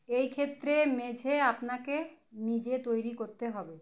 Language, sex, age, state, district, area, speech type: Bengali, female, 30-45, West Bengal, Howrah, urban, read